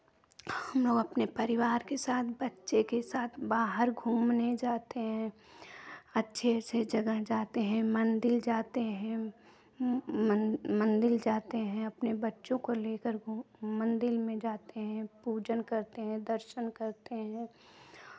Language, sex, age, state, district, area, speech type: Hindi, female, 30-45, Uttar Pradesh, Chandauli, urban, spontaneous